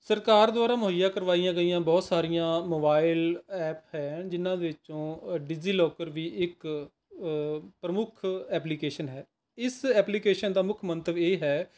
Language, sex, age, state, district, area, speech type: Punjabi, male, 45-60, Punjab, Rupnagar, urban, spontaneous